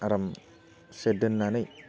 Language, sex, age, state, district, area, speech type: Bodo, male, 18-30, Assam, Baksa, rural, spontaneous